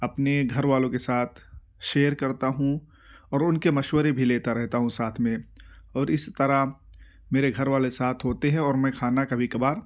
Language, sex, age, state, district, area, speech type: Urdu, male, 18-30, Uttar Pradesh, Ghaziabad, urban, spontaneous